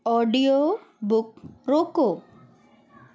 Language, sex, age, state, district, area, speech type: Sindhi, female, 45-60, Madhya Pradesh, Katni, urban, read